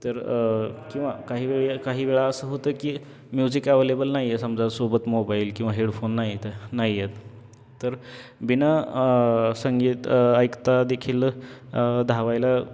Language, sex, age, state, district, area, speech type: Marathi, male, 18-30, Maharashtra, Osmanabad, rural, spontaneous